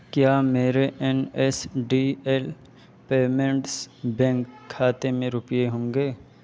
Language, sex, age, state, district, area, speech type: Urdu, male, 18-30, Uttar Pradesh, Balrampur, rural, read